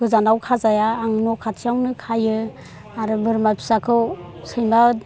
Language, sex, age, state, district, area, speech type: Bodo, female, 60+, Assam, Chirang, rural, spontaneous